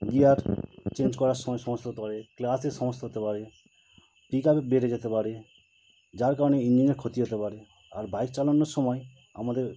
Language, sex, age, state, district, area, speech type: Bengali, male, 30-45, West Bengal, Howrah, urban, spontaneous